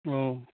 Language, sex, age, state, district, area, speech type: Bodo, male, 45-60, Assam, Baksa, urban, conversation